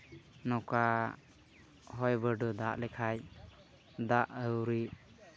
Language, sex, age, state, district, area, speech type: Santali, male, 18-30, West Bengal, Malda, rural, spontaneous